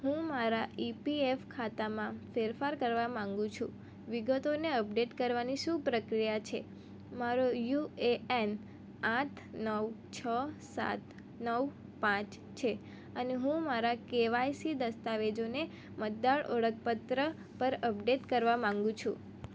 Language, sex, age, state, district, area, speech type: Gujarati, female, 18-30, Gujarat, Surat, rural, read